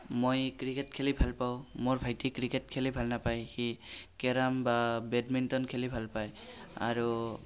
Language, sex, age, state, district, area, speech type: Assamese, male, 18-30, Assam, Barpeta, rural, spontaneous